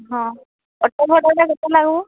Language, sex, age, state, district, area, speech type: Odia, female, 18-30, Odisha, Mayurbhanj, rural, conversation